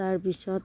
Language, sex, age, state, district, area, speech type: Assamese, female, 30-45, Assam, Darrang, rural, spontaneous